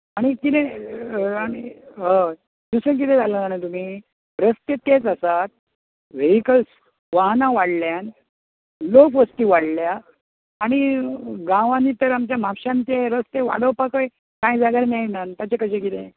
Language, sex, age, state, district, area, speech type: Goan Konkani, male, 60+, Goa, Bardez, urban, conversation